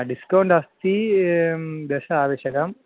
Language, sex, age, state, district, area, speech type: Sanskrit, male, 18-30, Kerala, Thiruvananthapuram, urban, conversation